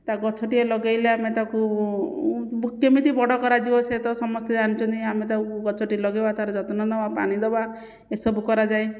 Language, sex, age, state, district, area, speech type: Odia, female, 30-45, Odisha, Jajpur, rural, spontaneous